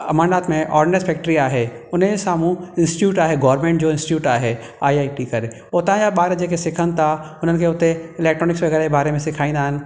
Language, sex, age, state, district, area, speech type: Sindhi, male, 45-60, Maharashtra, Thane, urban, spontaneous